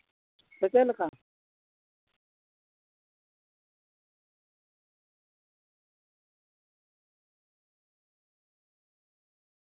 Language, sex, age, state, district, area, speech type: Santali, male, 45-60, Jharkhand, East Singhbhum, rural, conversation